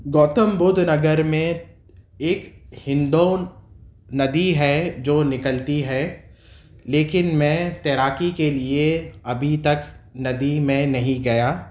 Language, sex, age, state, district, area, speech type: Urdu, male, 30-45, Uttar Pradesh, Gautam Buddha Nagar, rural, spontaneous